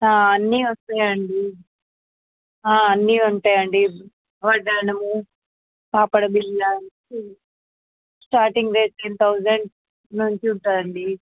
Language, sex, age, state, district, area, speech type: Telugu, female, 18-30, Andhra Pradesh, Visakhapatnam, urban, conversation